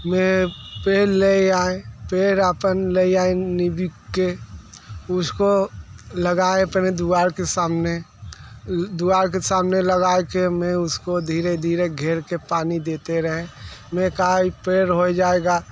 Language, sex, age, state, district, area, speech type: Hindi, male, 60+, Uttar Pradesh, Mirzapur, urban, spontaneous